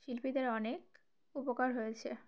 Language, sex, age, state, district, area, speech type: Bengali, female, 18-30, West Bengal, Uttar Dinajpur, urban, spontaneous